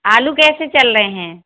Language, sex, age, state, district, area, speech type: Hindi, female, 60+, Madhya Pradesh, Jabalpur, urban, conversation